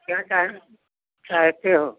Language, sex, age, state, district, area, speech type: Hindi, male, 60+, Uttar Pradesh, Lucknow, rural, conversation